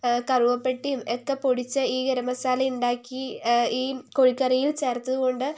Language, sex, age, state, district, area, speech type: Malayalam, female, 18-30, Kerala, Wayanad, rural, spontaneous